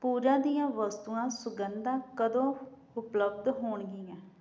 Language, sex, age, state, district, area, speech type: Punjabi, female, 18-30, Punjab, Tarn Taran, rural, read